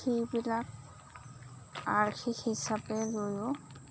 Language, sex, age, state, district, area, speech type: Assamese, female, 30-45, Assam, Nagaon, rural, spontaneous